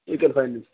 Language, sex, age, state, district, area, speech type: Telugu, male, 18-30, Telangana, Jangaon, rural, conversation